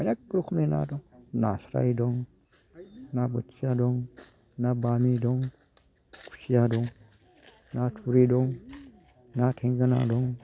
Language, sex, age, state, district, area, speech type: Bodo, male, 60+, Assam, Chirang, rural, spontaneous